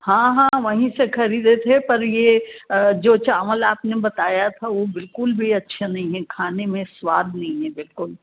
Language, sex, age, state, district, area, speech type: Hindi, female, 60+, Madhya Pradesh, Jabalpur, urban, conversation